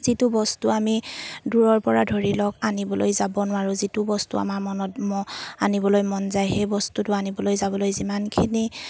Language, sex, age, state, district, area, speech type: Assamese, female, 30-45, Assam, Sivasagar, rural, spontaneous